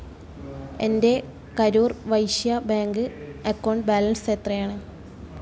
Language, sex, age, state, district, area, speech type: Malayalam, female, 18-30, Kerala, Kasaragod, urban, read